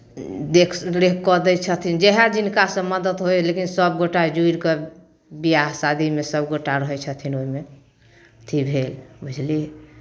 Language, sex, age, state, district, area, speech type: Maithili, female, 45-60, Bihar, Samastipur, rural, spontaneous